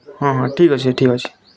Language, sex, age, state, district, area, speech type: Odia, male, 18-30, Odisha, Bargarh, rural, spontaneous